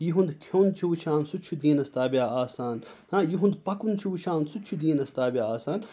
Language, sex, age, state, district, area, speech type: Kashmiri, male, 30-45, Jammu and Kashmir, Srinagar, urban, spontaneous